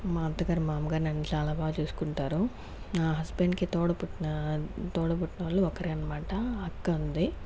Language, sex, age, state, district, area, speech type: Telugu, female, 30-45, Andhra Pradesh, Sri Balaji, rural, spontaneous